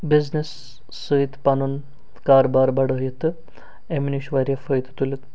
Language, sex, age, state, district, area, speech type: Kashmiri, male, 45-60, Jammu and Kashmir, Srinagar, urban, spontaneous